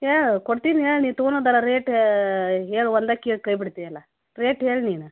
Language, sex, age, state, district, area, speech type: Kannada, female, 45-60, Karnataka, Gadag, rural, conversation